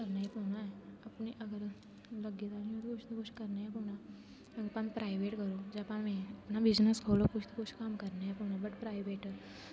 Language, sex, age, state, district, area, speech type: Dogri, female, 18-30, Jammu and Kashmir, Kathua, rural, spontaneous